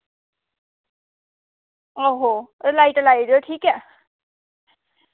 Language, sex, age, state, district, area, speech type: Dogri, female, 18-30, Jammu and Kashmir, Samba, rural, conversation